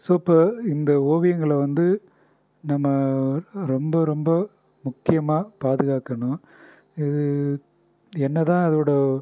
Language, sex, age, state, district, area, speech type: Tamil, male, 45-60, Tamil Nadu, Pudukkottai, rural, spontaneous